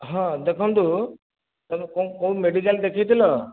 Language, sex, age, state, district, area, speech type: Odia, male, 45-60, Odisha, Nayagarh, rural, conversation